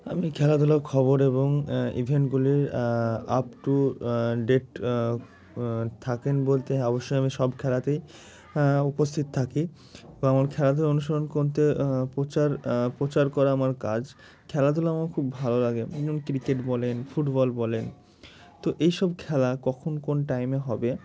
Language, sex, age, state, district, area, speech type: Bengali, male, 18-30, West Bengal, Murshidabad, urban, spontaneous